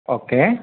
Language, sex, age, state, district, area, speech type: Gujarati, male, 30-45, Gujarat, Ahmedabad, urban, conversation